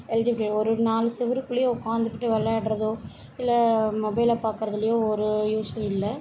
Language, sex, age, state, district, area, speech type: Tamil, female, 30-45, Tamil Nadu, Chennai, urban, spontaneous